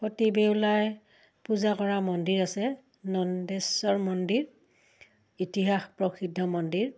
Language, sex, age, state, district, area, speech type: Assamese, female, 60+, Assam, Udalguri, rural, spontaneous